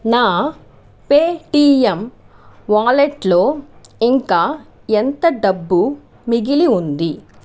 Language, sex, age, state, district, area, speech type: Telugu, female, 45-60, Andhra Pradesh, Chittoor, urban, read